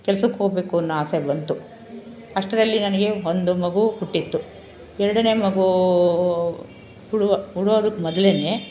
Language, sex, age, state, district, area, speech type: Kannada, female, 60+, Karnataka, Chamarajanagar, urban, spontaneous